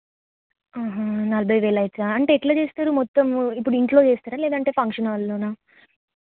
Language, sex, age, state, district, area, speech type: Telugu, female, 18-30, Telangana, Peddapalli, urban, conversation